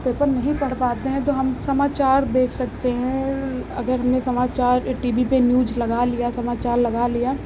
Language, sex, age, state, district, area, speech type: Hindi, female, 30-45, Uttar Pradesh, Lucknow, rural, spontaneous